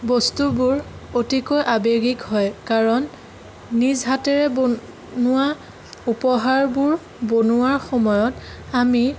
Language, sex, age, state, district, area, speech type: Assamese, female, 18-30, Assam, Sonitpur, rural, spontaneous